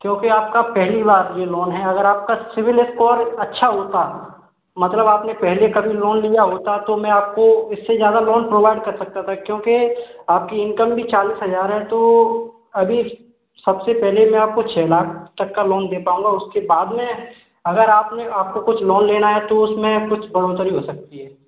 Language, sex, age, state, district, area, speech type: Hindi, male, 18-30, Madhya Pradesh, Gwalior, urban, conversation